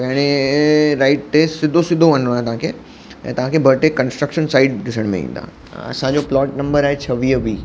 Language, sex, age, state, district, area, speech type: Sindhi, male, 30-45, Maharashtra, Mumbai Suburban, urban, spontaneous